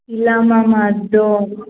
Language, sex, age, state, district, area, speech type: Kannada, female, 18-30, Karnataka, Hassan, urban, conversation